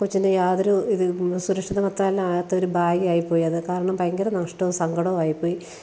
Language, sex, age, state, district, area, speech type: Malayalam, female, 45-60, Kerala, Alappuzha, rural, spontaneous